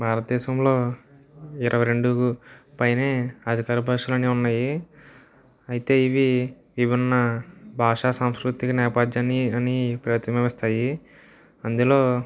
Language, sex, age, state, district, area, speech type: Telugu, male, 18-30, Andhra Pradesh, Eluru, rural, spontaneous